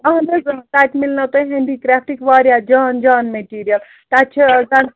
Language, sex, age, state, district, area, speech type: Kashmiri, female, 30-45, Jammu and Kashmir, Srinagar, urban, conversation